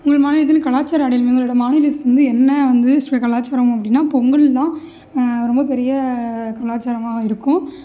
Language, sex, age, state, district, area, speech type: Tamil, female, 18-30, Tamil Nadu, Sivaganga, rural, spontaneous